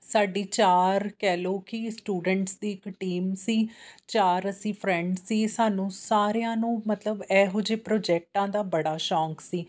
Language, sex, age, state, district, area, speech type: Punjabi, female, 30-45, Punjab, Amritsar, urban, spontaneous